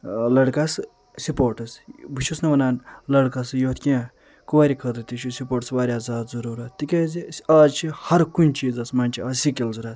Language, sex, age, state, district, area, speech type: Kashmiri, male, 30-45, Jammu and Kashmir, Ganderbal, urban, spontaneous